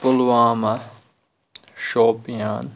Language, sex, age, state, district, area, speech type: Kashmiri, male, 30-45, Jammu and Kashmir, Anantnag, rural, spontaneous